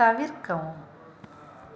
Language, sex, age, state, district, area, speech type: Tamil, female, 30-45, Tamil Nadu, Salem, urban, read